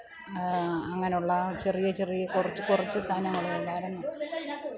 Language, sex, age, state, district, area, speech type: Malayalam, female, 45-60, Kerala, Pathanamthitta, rural, spontaneous